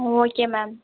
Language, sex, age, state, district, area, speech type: Tamil, female, 18-30, Tamil Nadu, Tiruvarur, rural, conversation